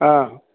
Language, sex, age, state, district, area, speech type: Assamese, male, 30-45, Assam, Lakhimpur, urban, conversation